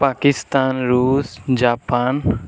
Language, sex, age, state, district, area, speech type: Odia, male, 18-30, Odisha, Nuapada, urban, spontaneous